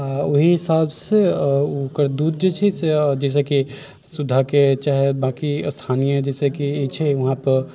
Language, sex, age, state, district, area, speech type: Maithili, male, 18-30, Bihar, Sitamarhi, rural, spontaneous